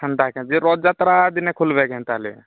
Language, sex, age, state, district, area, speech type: Odia, male, 18-30, Odisha, Nuapada, rural, conversation